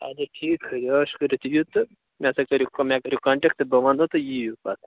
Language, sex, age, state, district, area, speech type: Kashmiri, male, 30-45, Jammu and Kashmir, Bandipora, rural, conversation